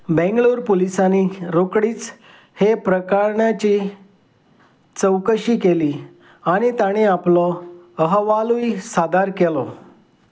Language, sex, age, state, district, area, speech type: Goan Konkani, male, 45-60, Goa, Salcete, rural, read